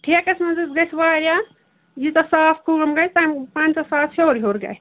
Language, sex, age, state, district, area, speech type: Kashmiri, female, 45-60, Jammu and Kashmir, Ganderbal, rural, conversation